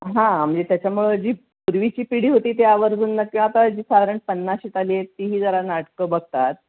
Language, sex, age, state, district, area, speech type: Marathi, female, 60+, Maharashtra, Pune, urban, conversation